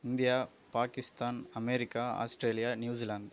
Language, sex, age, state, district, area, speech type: Tamil, male, 18-30, Tamil Nadu, Kallakurichi, rural, spontaneous